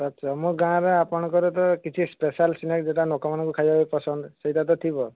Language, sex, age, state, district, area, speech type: Odia, male, 30-45, Odisha, Balasore, rural, conversation